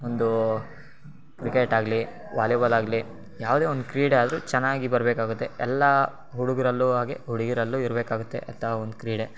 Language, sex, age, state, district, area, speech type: Kannada, male, 18-30, Karnataka, Shimoga, rural, spontaneous